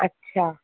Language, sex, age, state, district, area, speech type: Sindhi, female, 18-30, Rajasthan, Ajmer, urban, conversation